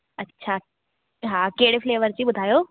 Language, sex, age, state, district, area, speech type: Sindhi, female, 18-30, Madhya Pradesh, Katni, urban, conversation